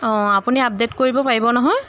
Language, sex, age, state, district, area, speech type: Assamese, female, 45-60, Assam, Jorhat, urban, spontaneous